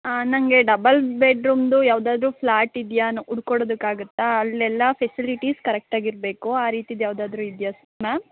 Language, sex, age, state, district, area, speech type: Kannada, female, 18-30, Karnataka, Ramanagara, rural, conversation